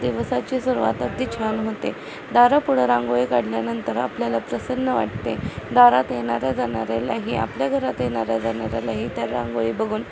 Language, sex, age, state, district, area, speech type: Marathi, female, 18-30, Maharashtra, Satara, rural, spontaneous